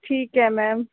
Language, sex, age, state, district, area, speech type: Punjabi, female, 18-30, Punjab, Barnala, urban, conversation